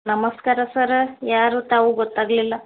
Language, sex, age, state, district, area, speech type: Kannada, female, 30-45, Karnataka, Bidar, urban, conversation